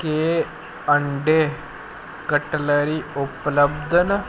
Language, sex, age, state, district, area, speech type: Dogri, male, 18-30, Jammu and Kashmir, Jammu, rural, read